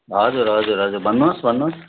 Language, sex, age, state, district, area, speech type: Nepali, male, 45-60, West Bengal, Kalimpong, rural, conversation